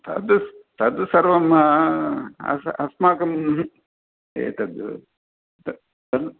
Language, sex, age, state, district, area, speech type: Sanskrit, male, 60+, Karnataka, Dakshina Kannada, rural, conversation